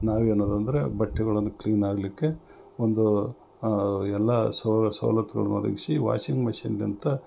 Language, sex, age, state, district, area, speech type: Kannada, male, 60+, Karnataka, Gulbarga, urban, spontaneous